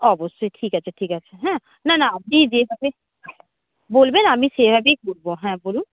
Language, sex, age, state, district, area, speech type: Bengali, female, 60+, West Bengal, Nadia, rural, conversation